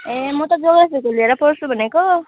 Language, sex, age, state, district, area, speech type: Nepali, female, 18-30, West Bengal, Alipurduar, rural, conversation